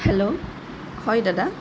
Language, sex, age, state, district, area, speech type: Assamese, female, 18-30, Assam, Sonitpur, rural, spontaneous